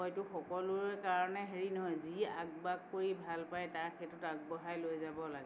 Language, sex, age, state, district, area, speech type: Assamese, female, 45-60, Assam, Tinsukia, urban, spontaneous